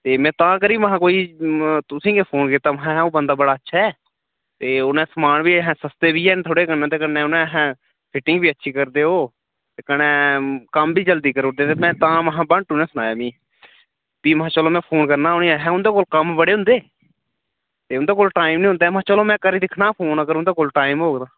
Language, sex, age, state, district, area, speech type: Dogri, male, 18-30, Jammu and Kashmir, Udhampur, urban, conversation